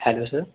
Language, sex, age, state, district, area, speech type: Bengali, male, 30-45, West Bengal, Paschim Bardhaman, urban, conversation